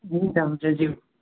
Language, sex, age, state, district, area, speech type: Nepali, male, 30-45, West Bengal, Darjeeling, rural, conversation